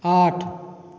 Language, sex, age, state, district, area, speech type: Hindi, male, 45-60, Uttar Pradesh, Azamgarh, rural, read